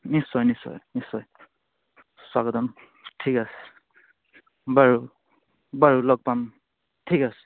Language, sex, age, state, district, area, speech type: Assamese, male, 18-30, Assam, Charaideo, rural, conversation